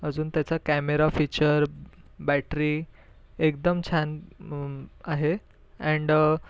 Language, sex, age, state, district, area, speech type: Marathi, male, 18-30, Maharashtra, Nagpur, urban, spontaneous